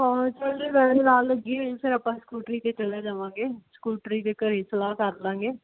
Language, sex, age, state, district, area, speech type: Punjabi, female, 18-30, Punjab, Muktsar, rural, conversation